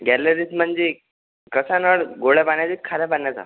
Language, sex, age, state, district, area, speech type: Marathi, male, 18-30, Maharashtra, Akola, rural, conversation